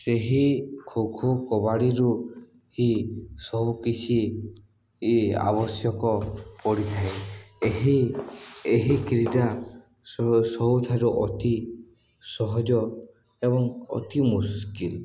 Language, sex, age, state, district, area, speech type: Odia, male, 18-30, Odisha, Balangir, urban, spontaneous